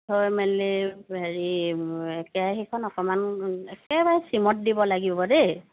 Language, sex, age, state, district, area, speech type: Assamese, female, 45-60, Assam, Dibrugarh, rural, conversation